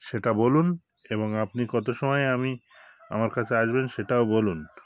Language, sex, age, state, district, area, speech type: Bengali, male, 45-60, West Bengal, Hooghly, urban, spontaneous